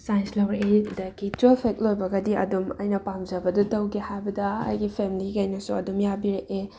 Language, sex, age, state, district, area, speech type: Manipuri, female, 30-45, Manipur, Imphal West, urban, spontaneous